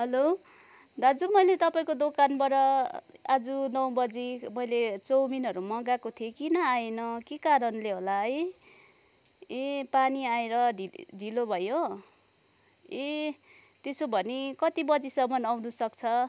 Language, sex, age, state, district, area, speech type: Nepali, female, 30-45, West Bengal, Kalimpong, rural, spontaneous